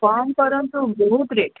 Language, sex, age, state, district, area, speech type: Odia, female, 60+, Odisha, Gajapati, rural, conversation